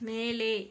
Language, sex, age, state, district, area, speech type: Tamil, female, 18-30, Tamil Nadu, Perambalur, urban, read